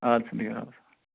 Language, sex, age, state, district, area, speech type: Kashmiri, male, 30-45, Jammu and Kashmir, Ganderbal, rural, conversation